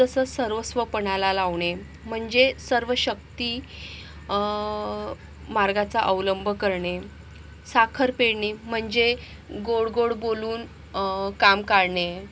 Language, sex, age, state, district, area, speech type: Marathi, female, 30-45, Maharashtra, Yavatmal, rural, spontaneous